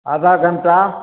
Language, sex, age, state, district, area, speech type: Maithili, male, 60+, Bihar, Samastipur, rural, conversation